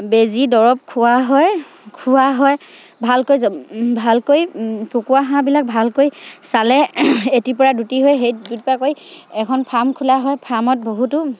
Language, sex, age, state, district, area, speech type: Assamese, female, 45-60, Assam, Dibrugarh, rural, spontaneous